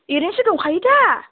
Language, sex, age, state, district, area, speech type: Bodo, female, 30-45, Assam, Chirang, rural, conversation